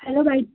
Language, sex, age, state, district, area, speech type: Assamese, female, 18-30, Assam, Nagaon, rural, conversation